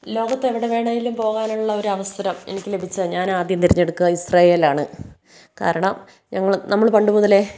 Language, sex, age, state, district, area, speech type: Malayalam, female, 30-45, Kerala, Wayanad, rural, spontaneous